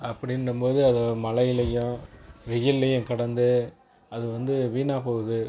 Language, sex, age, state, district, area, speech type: Tamil, male, 30-45, Tamil Nadu, Tiruchirappalli, rural, spontaneous